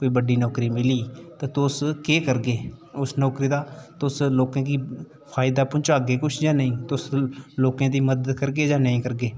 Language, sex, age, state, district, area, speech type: Dogri, male, 18-30, Jammu and Kashmir, Udhampur, rural, spontaneous